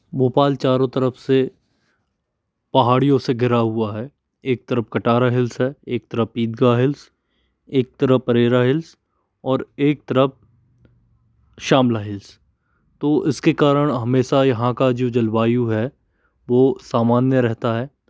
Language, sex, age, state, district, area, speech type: Hindi, male, 45-60, Madhya Pradesh, Bhopal, urban, spontaneous